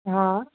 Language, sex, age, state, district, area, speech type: Sindhi, female, 18-30, Gujarat, Surat, urban, conversation